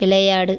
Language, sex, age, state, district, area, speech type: Tamil, female, 18-30, Tamil Nadu, Viluppuram, urban, read